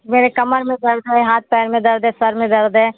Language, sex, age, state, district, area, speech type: Hindi, female, 60+, Uttar Pradesh, Sitapur, rural, conversation